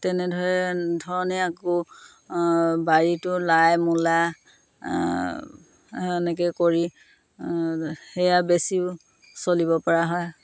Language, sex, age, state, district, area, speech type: Assamese, female, 30-45, Assam, Dhemaji, rural, spontaneous